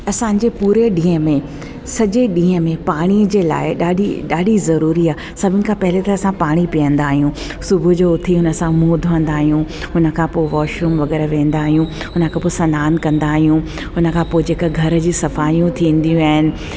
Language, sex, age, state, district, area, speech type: Sindhi, female, 45-60, Delhi, South Delhi, urban, spontaneous